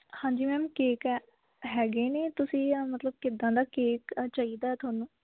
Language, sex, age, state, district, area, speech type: Punjabi, female, 18-30, Punjab, Sangrur, urban, conversation